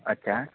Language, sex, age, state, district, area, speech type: Gujarati, male, 30-45, Gujarat, Rajkot, urban, conversation